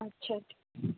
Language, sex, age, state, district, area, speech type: Bengali, female, 30-45, West Bengal, Purulia, urban, conversation